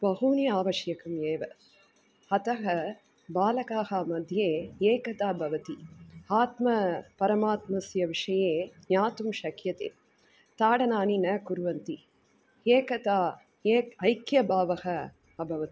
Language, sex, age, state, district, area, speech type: Sanskrit, female, 45-60, Tamil Nadu, Tiruchirappalli, urban, spontaneous